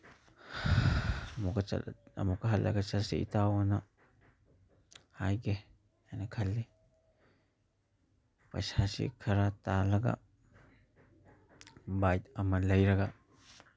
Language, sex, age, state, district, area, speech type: Manipuri, male, 30-45, Manipur, Imphal East, rural, spontaneous